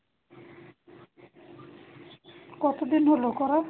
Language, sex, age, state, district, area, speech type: Bengali, female, 18-30, West Bengal, Malda, urban, conversation